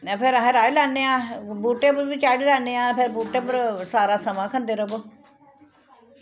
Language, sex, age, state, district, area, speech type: Dogri, female, 45-60, Jammu and Kashmir, Samba, urban, spontaneous